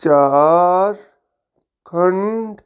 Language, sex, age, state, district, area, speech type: Punjabi, male, 45-60, Punjab, Fazilka, rural, read